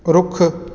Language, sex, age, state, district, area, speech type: Punjabi, male, 30-45, Punjab, Kapurthala, urban, read